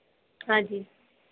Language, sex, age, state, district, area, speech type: Hindi, female, 30-45, Madhya Pradesh, Harda, urban, conversation